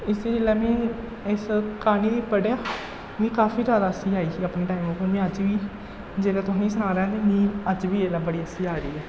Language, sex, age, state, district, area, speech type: Dogri, male, 18-30, Jammu and Kashmir, Jammu, rural, spontaneous